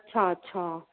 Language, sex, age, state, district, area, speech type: Sindhi, female, 30-45, Maharashtra, Thane, urban, conversation